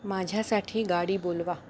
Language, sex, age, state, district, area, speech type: Marathi, female, 45-60, Maharashtra, Palghar, urban, read